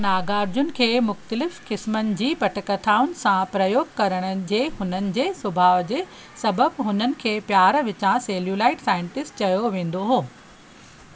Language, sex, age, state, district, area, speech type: Sindhi, female, 45-60, Maharashtra, Pune, urban, read